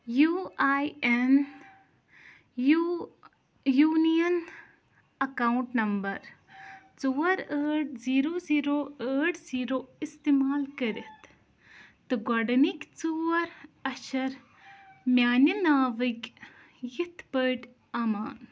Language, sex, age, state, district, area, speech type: Kashmiri, female, 18-30, Jammu and Kashmir, Ganderbal, rural, read